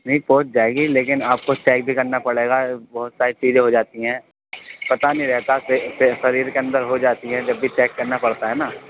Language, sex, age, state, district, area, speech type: Urdu, male, 18-30, Uttar Pradesh, Gautam Buddha Nagar, rural, conversation